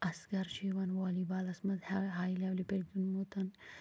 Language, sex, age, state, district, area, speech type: Kashmiri, female, 18-30, Jammu and Kashmir, Kulgam, rural, spontaneous